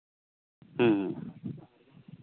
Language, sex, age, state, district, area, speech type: Santali, male, 30-45, Jharkhand, East Singhbhum, rural, conversation